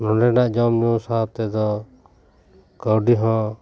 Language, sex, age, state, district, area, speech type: Santali, male, 45-60, West Bengal, Paschim Bardhaman, urban, spontaneous